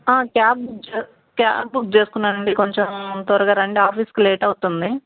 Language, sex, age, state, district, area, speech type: Telugu, female, 30-45, Andhra Pradesh, Palnadu, rural, conversation